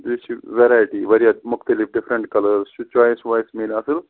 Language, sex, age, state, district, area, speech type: Kashmiri, male, 30-45, Jammu and Kashmir, Ganderbal, rural, conversation